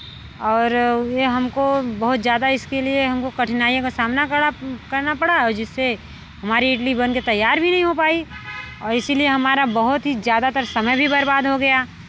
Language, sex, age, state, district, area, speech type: Hindi, female, 45-60, Uttar Pradesh, Mirzapur, rural, spontaneous